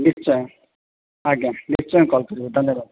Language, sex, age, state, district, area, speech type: Odia, male, 45-60, Odisha, Khordha, rural, conversation